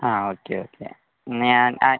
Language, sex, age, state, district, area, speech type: Malayalam, male, 30-45, Kerala, Kozhikode, urban, conversation